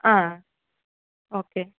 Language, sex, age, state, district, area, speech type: Tamil, male, 18-30, Tamil Nadu, Sivaganga, rural, conversation